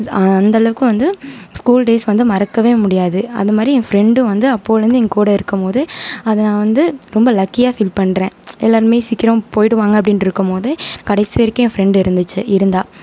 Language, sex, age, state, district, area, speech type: Tamil, female, 18-30, Tamil Nadu, Tiruvarur, urban, spontaneous